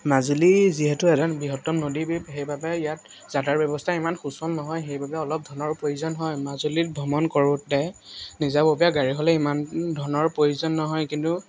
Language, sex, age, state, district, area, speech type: Assamese, male, 18-30, Assam, Majuli, urban, spontaneous